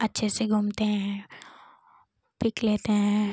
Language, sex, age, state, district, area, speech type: Hindi, female, 18-30, Uttar Pradesh, Ghazipur, rural, spontaneous